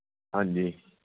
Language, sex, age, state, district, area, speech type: Punjabi, male, 45-60, Punjab, Fatehgarh Sahib, rural, conversation